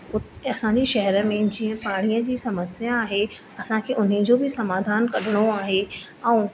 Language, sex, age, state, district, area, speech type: Sindhi, female, 30-45, Madhya Pradesh, Katni, urban, spontaneous